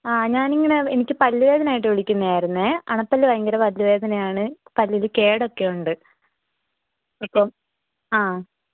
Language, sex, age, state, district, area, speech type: Malayalam, female, 18-30, Kerala, Wayanad, rural, conversation